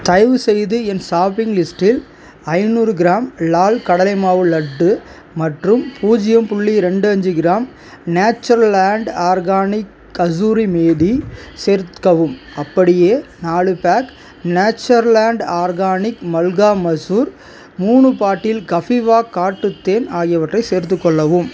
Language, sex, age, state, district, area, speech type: Tamil, male, 30-45, Tamil Nadu, Ariyalur, rural, read